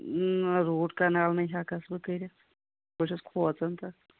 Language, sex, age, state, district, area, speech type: Kashmiri, female, 30-45, Jammu and Kashmir, Kulgam, rural, conversation